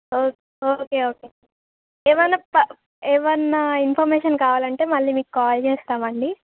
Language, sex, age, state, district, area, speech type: Telugu, female, 18-30, Telangana, Khammam, rural, conversation